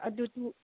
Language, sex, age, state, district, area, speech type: Manipuri, female, 18-30, Manipur, Kangpokpi, urban, conversation